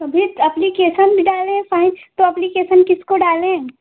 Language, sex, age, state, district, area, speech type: Hindi, female, 18-30, Uttar Pradesh, Jaunpur, urban, conversation